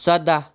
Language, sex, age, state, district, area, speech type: Kashmiri, male, 18-30, Jammu and Kashmir, Kupwara, rural, spontaneous